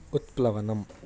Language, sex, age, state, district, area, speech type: Sanskrit, male, 18-30, Andhra Pradesh, Guntur, urban, read